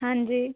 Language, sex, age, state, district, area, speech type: Punjabi, female, 18-30, Punjab, Mohali, urban, conversation